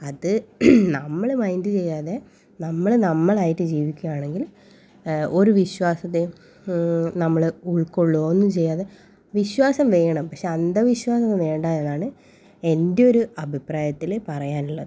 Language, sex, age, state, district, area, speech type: Malayalam, female, 18-30, Kerala, Kannur, rural, spontaneous